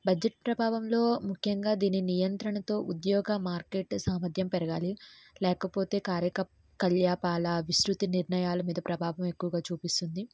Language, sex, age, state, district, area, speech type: Telugu, female, 18-30, Andhra Pradesh, N T Rama Rao, urban, spontaneous